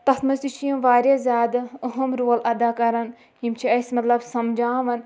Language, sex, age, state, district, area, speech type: Kashmiri, female, 30-45, Jammu and Kashmir, Shopian, rural, spontaneous